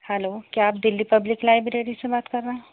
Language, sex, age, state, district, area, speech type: Urdu, female, 30-45, Delhi, North East Delhi, urban, conversation